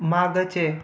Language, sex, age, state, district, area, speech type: Marathi, other, 18-30, Maharashtra, Buldhana, urban, read